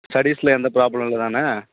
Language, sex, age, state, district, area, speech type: Tamil, female, 18-30, Tamil Nadu, Dharmapuri, rural, conversation